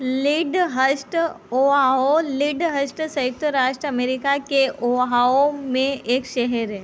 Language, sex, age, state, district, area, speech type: Hindi, female, 45-60, Madhya Pradesh, Harda, urban, read